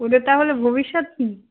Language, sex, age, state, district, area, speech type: Bengali, female, 18-30, West Bengal, Uttar Dinajpur, urban, conversation